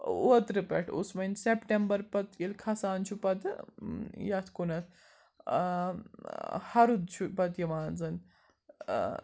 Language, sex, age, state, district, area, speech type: Kashmiri, female, 18-30, Jammu and Kashmir, Srinagar, urban, spontaneous